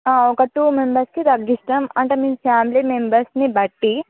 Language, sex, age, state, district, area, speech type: Telugu, female, 45-60, Andhra Pradesh, Visakhapatnam, rural, conversation